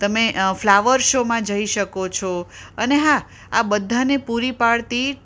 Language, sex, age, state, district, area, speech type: Gujarati, female, 45-60, Gujarat, Ahmedabad, urban, spontaneous